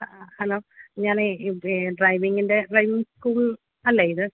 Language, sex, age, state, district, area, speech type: Malayalam, female, 30-45, Kerala, Alappuzha, rural, conversation